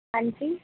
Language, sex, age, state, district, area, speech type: Punjabi, female, 18-30, Punjab, Kapurthala, urban, conversation